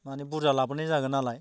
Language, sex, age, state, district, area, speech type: Bodo, male, 45-60, Assam, Baksa, rural, spontaneous